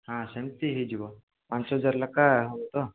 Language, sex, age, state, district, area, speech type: Odia, male, 18-30, Odisha, Koraput, urban, conversation